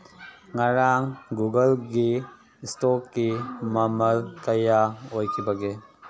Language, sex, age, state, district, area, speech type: Manipuri, male, 18-30, Manipur, Kangpokpi, urban, read